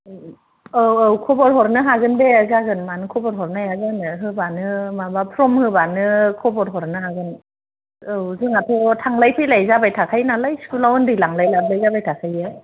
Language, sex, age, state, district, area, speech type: Bodo, female, 45-60, Assam, Kokrajhar, urban, conversation